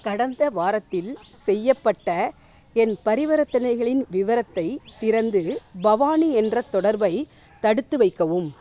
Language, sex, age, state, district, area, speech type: Tamil, female, 30-45, Tamil Nadu, Tiruvarur, rural, read